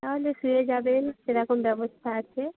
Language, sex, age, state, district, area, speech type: Bengali, female, 30-45, West Bengal, Darjeeling, rural, conversation